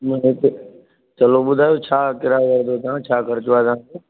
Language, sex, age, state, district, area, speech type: Sindhi, male, 30-45, Delhi, South Delhi, urban, conversation